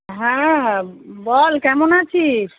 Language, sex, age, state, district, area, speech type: Bengali, female, 45-60, West Bengal, Kolkata, urban, conversation